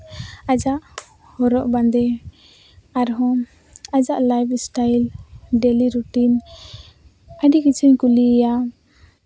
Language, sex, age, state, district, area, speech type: Santali, female, 18-30, Jharkhand, Seraikela Kharsawan, rural, spontaneous